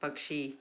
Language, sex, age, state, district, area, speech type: Hindi, female, 60+, Madhya Pradesh, Ujjain, urban, read